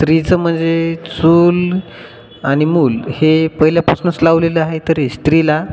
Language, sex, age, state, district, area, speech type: Marathi, male, 18-30, Maharashtra, Hingoli, rural, spontaneous